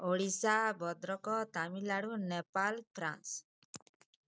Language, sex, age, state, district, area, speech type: Odia, female, 60+, Odisha, Bargarh, rural, spontaneous